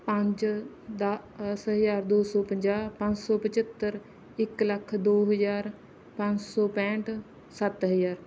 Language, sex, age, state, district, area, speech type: Punjabi, female, 30-45, Punjab, Bathinda, rural, spontaneous